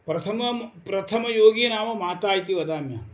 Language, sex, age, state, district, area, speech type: Sanskrit, male, 60+, Karnataka, Uttara Kannada, rural, spontaneous